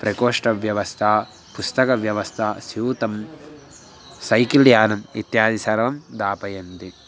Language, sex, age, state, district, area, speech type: Sanskrit, male, 18-30, Andhra Pradesh, Guntur, rural, spontaneous